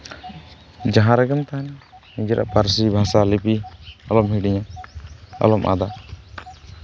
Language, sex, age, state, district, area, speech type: Santali, male, 18-30, West Bengal, Jhargram, rural, spontaneous